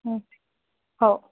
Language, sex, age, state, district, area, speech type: Marathi, female, 30-45, Maharashtra, Washim, rural, conversation